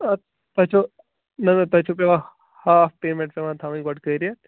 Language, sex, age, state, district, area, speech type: Kashmiri, male, 45-60, Jammu and Kashmir, Budgam, urban, conversation